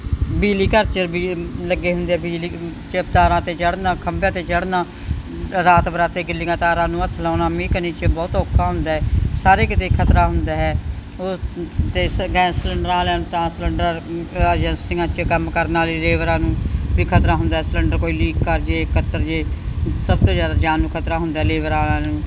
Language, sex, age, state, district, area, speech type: Punjabi, female, 60+, Punjab, Bathinda, urban, spontaneous